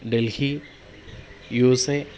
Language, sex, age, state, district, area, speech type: Malayalam, male, 30-45, Kerala, Kollam, rural, spontaneous